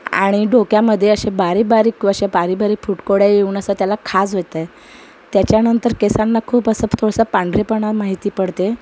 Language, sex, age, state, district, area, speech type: Marathi, female, 30-45, Maharashtra, Amravati, urban, spontaneous